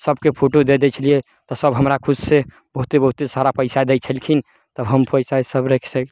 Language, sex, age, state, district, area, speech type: Maithili, male, 18-30, Bihar, Samastipur, rural, spontaneous